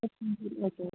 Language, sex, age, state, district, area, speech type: Malayalam, female, 30-45, Kerala, Idukki, rural, conversation